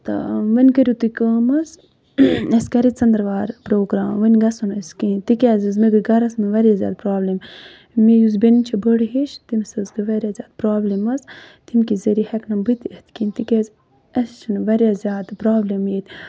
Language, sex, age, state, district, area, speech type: Kashmiri, female, 18-30, Jammu and Kashmir, Kupwara, rural, spontaneous